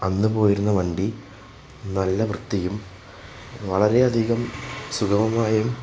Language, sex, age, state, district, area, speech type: Malayalam, male, 18-30, Kerala, Thrissur, urban, spontaneous